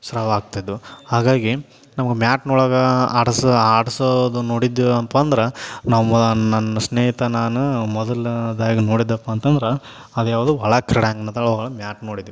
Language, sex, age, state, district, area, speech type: Kannada, male, 30-45, Karnataka, Gadag, rural, spontaneous